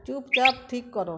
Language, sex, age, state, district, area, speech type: Bengali, female, 45-60, West Bengal, Uttar Dinajpur, rural, read